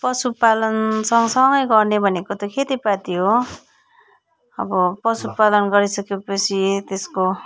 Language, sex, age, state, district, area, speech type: Nepali, female, 30-45, West Bengal, Darjeeling, rural, spontaneous